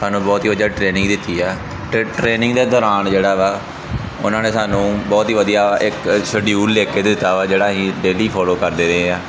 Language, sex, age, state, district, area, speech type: Punjabi, male, 18-30, Punjab, Gurdaspur, urban, spontaneous